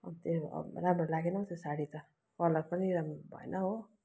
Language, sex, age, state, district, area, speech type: Nepali, female, 60+, West Bengal, Kalimpong, rural, spontaneous